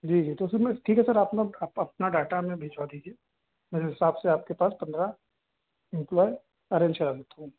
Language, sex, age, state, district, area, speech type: Hindi, male, 30-45, Uttar Pradesh, Sitapur, rural, conversation